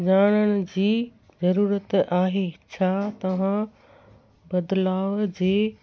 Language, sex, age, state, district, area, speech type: Sindhi, female, 60+, Gujarat, Kutch, urban, read